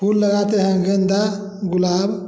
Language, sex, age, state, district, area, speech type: Hindi, male, 60+, Bihar, Samastipur, rural, spontaneous